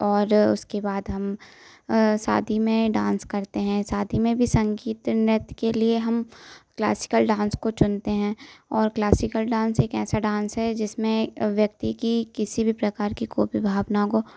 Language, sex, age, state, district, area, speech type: Hindi, female, 18-30, Madhya Pradesh, Hoshangabad, urban, spontaneous